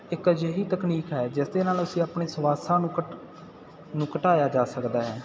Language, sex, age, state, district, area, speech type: Punjabi, male, 18-30, Punjab, Muktsar, rural, spontaneous